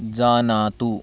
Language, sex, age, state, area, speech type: Sanskrit, male, 18-30, Haryana, rural, read